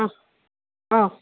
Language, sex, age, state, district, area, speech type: Manipuri, female, 45-60, Manipur, Kakching, rural, conversation